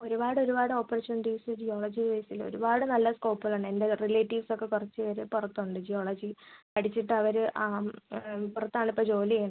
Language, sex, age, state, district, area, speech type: Malayalam, female, 18-30, Kerala, Thiruvananthapuram, rural, conversation